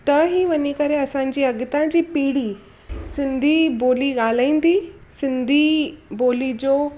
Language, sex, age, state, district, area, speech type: Sindhi, female, 18-30, Gujarat, Surat, urban, spontaneous